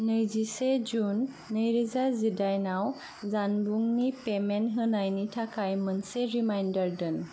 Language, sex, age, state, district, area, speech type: Bodo, female, 18-30, Assam, Kokrajhar, rural, read